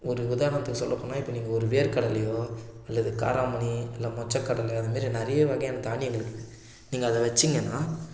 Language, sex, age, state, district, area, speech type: Tamil, male, 18-30, Tamil Nadu, Tiruvannamalai, rural, spontaneous